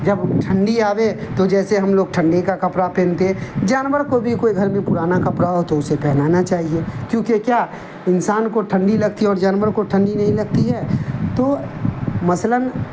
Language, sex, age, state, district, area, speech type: Urdu, male, 45-60, Bihar, Darbhanga, rural, spontaneous